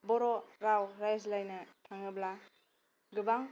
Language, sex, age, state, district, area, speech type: Bodo, female, 18-30, Assam, Kokrajhar, rural, spontaneous